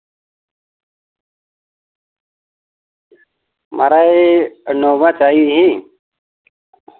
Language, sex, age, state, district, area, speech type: Dogri, male, 30-45, Jammu and Kashmir, Reasi, rural, conversation